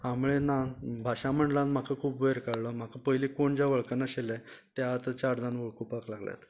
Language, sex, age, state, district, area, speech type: Goan Konkani, male, 45-60, Goa, Canacona, rural, spontaneous